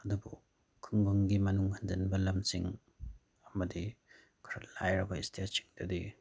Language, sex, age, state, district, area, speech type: Manipuri, male, 30-45, Manipur, Bishnupur, rural, spontaneous